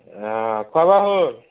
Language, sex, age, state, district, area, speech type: Assamese, male, 30-45, Assam, Nagaon, rural, conversation